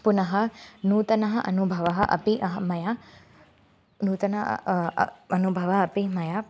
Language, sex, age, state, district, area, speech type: Sanskrit, female, 18-30, Maharashtra, Thane, urban, spontaneous